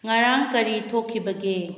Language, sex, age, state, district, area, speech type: Manipuri, female, 30-45, Manipur, Kakching, rural, read